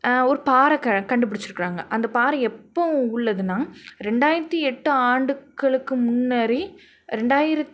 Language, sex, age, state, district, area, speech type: Tamil, female, 18-30, Tamil Nadu, Madurai, urban, spontaneous